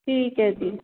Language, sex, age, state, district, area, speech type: Punjabi, female, 45-60, Punjab, Jalandhar, urban, conversation